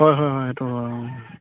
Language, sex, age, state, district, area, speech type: Assamese, male, 30-45, Assam, Charaideo, rural, conversation